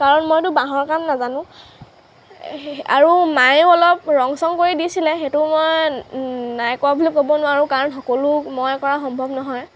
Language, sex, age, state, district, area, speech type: Assamese, female, 18-30, Assam, Lakhimpur, rural, spontaneous